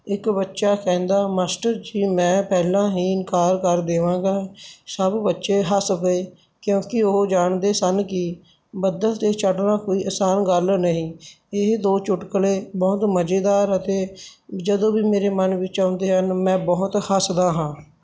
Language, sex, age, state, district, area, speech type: Punjabi, male, 30-45, Punjab, Barnala, rural, spontaneous